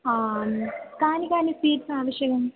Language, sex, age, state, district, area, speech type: Sanskrit, female, 18-30, Kerala, Thrissur, urban, conversation